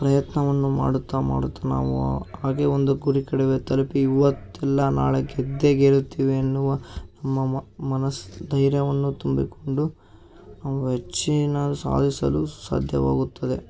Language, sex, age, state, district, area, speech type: Kannada, male, 18-30, Karnataka, Davanagere, rural, spontaneous